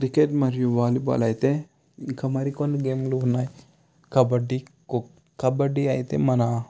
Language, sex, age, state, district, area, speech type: Telugu, male, 18-30, Telangana, Sangareddy, urban, spontaneous